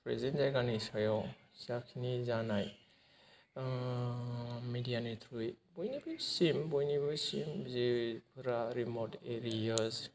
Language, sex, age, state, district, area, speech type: Bodo, male, 30-45, Assam, Kokrajhar, rural, spontaneous